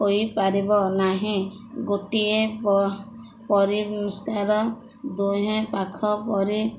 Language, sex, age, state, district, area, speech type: Odia, female, 45-60, Odisha, Koraput, urban, spontaneous